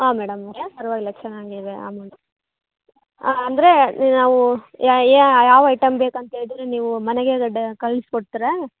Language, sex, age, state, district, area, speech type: Kannada, female, 18-30, Karnataka, Vijayanagara, rural, conversation